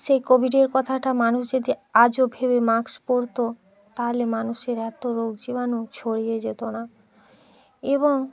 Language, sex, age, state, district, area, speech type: Bengali, female, 45-60, West Bengal, Hooghly, urban, spontaneous